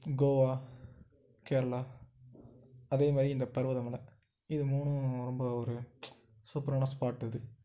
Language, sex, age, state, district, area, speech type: Tamil, male, 18-30, Tamil Nadu, Nagapattinam, rural, spontaneous